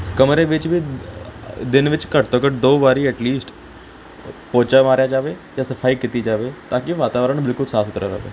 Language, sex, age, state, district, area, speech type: Punjabi, male, 18-30, Punjab, Kapurthala, urban, spontaneous